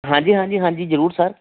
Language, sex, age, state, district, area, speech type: Punjabi, male, 45-60, Punjab, Barnala, rural, conversation